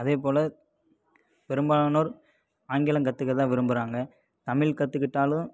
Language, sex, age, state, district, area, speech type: Tamil, male, 18-30, Tamil Nadu, Tiruppur, rural, spontaneous